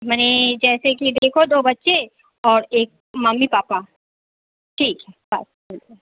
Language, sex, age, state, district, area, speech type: Hindi, female, 45-60, Bihar, Darbhanga, rural, conversation